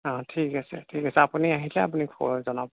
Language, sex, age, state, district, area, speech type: Assamese, male, 30-45, Assam, Lakhimpur, urban, conversation